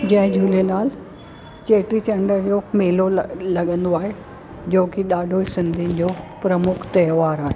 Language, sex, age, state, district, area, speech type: Sindhi, female, 45-60, Delhi, South Delhi, urban, spontaneous